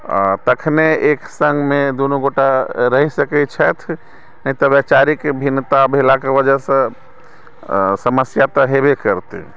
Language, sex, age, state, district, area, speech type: Maithili, male, 60+, Bihar, Sitamarhi, rural, spontaneous